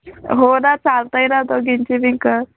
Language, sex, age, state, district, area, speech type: Marathi, female, 18-30, Maharashtra, Buldhana, rural, conversation